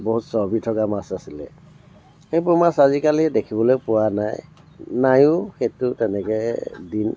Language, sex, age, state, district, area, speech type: Assamese, male, 60+, Assam, Tinsukia, rural, spontaneous